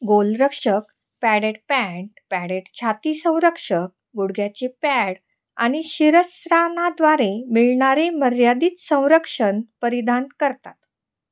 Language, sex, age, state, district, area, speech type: Marathi, female, 30-45, Maharashtra, Nashik, urban, read